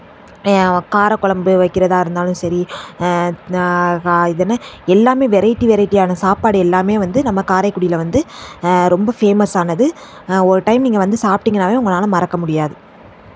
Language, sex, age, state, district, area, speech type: Tamil, female, 18-30, Tamil Nadu, Sivaganga, rural, spontaneous